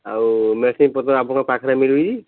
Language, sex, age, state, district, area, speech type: Odia, male, 30-45, Odisha, Sambalpur, rural, conversation